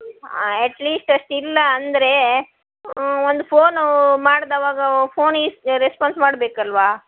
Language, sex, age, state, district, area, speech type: Kannada, female, 45-60, Karnataka, Shimoga, rural, conversation